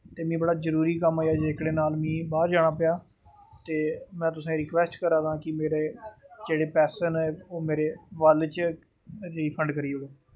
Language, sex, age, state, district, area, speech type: Dogri, male, 30-45, Jammu and Kashmir, Jammu, urban, spontaneous